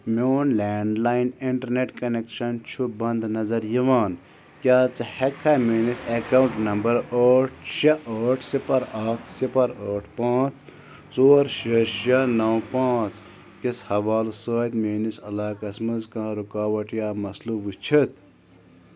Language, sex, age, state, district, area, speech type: Kashmiri, male, 18-30, Jammu and Kashmir, Bandipora, rural, read